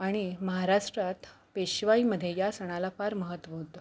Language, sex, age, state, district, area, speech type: Marathi, female, 45-60, Maharashtra, Palghar, urban, spontaneous